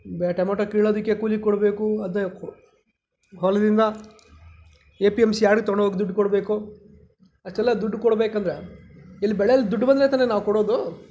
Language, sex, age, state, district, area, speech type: Kannada, male, 45-60, Karnataka, Chikkaballapur, rural, spontaneous